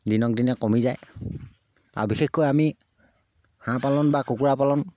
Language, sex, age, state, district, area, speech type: Assamese, male, 30-45, Assam, Sivasagar, rural, spontaneous